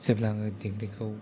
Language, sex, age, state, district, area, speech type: Bodo, male, 30-45, Assam, Kokrajhar, rural, spontaneous